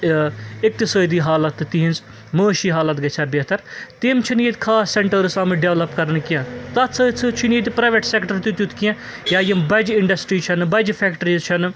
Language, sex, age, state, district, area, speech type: Kashmiri, male, 30-45, Jammu and Kashmir, Srinagar, urban, spontaneous